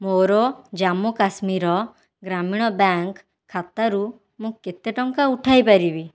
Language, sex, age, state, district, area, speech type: Odia, female, 18-30, Odisha, Khordha, rural, read